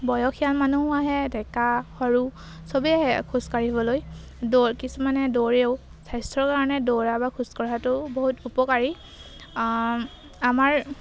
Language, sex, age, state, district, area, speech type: Assamese, female, 18-30, Assam, Golaghat, urban, spontaneous